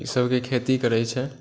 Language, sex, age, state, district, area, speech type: Maithili, male, 18-30, Bihar, Supaul, rural, spontaneous